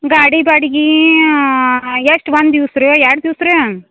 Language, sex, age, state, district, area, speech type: Kannada, female, 60+, Karnataka, Belgaum, rural, conversation